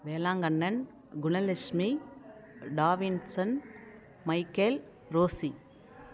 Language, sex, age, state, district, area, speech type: Tamil, female, 30-45, Tamil Nadu, Tiruvannamalai, rural, spontaneous